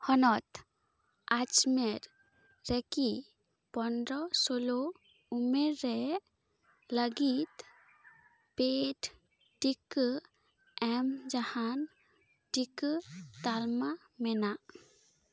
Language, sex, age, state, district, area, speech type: Santali, female, 18-30, West Bengal, Bankura, rural, read